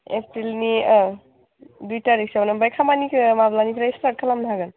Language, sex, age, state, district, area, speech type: Bodo, female, 18-30, Assam, Udalguri, rural, conversation